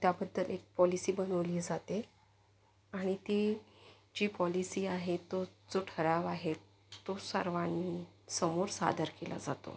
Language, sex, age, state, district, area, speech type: Marathi, female, 30-45, Maharashtra, Yavatmal, urban, spontaneous